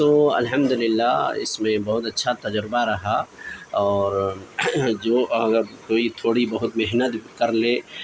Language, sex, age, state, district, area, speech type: Urdu, male, 30-45, Delhi, South Delhi, urban, spontaneous